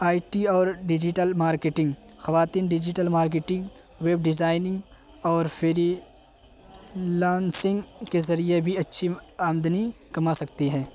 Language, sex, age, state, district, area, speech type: Urdu, male, 18-30, Uttar Pradesh, Balrampur, rural, spontaneous